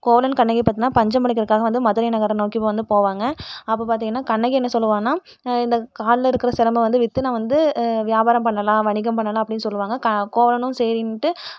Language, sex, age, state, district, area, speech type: Tamil, female, 18-30, Tamil Nadu, Erode, rural, spontaneous